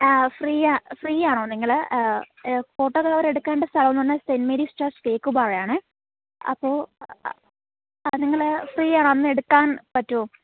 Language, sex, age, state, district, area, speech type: Malayalam, female, 18-30, Kerala, Thiruvananthapuram, rural, conversation